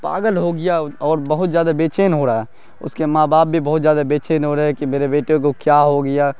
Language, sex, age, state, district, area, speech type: Urdu, male, 18-30, Bihar, Darbhanga, rural, spontaneous